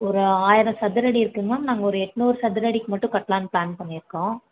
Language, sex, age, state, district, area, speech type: Tamil, female, 18-30, Tamil Nadu, Namakkal, rural, conversation